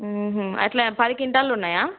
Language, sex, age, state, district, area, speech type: Telugu, female, 18-30, Telangana, Peddapalli, rural, conversation